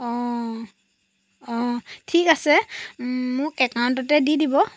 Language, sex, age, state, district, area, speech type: Assamese, female, 30-45, Assam, Jorhat, urban, spontaneous